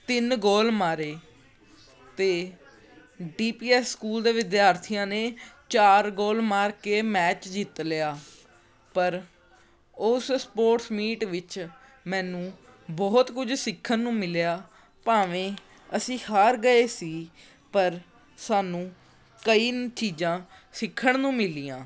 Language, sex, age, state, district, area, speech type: Punjabi, male, 18-30, Punjab, Patiala, urban, spontaneous